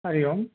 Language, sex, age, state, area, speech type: Sanskrit, male, 45-60, Rajasthan, rural, conversation